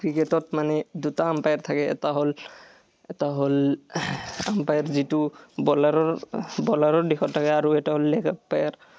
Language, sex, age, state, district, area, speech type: Assamese, male, 18-30, Assam, Barpeta, rural, spontaneous